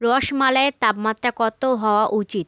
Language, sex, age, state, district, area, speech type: Bengali, female, 30-45, West Bengal, South 24 Parganas, rural, read